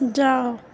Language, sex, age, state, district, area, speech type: Hindi, female, 60+, Bihar, Madhepura, rural, read